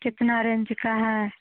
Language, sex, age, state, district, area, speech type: Hindi, female, 18-30, Bihar, Muzaffarpur, rural, conversation